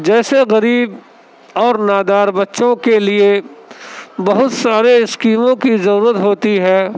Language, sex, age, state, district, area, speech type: Urdu, male, 18-30, Delhi, Central Delhi, urban, spontaneous